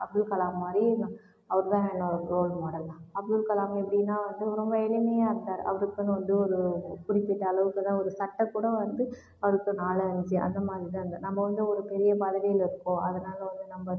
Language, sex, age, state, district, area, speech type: Tamil, female, 30-45, Tamil Nadu, Cuddalore, rural, spontaneous